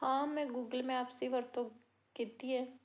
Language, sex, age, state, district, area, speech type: Punjabi, female, 30-45, Punjab, Patiala, rural, spontaneous